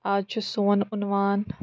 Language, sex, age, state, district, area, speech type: Kashmiri, female, 45-60, Jammu and Kashmir, Srinagar, urban, spontaneous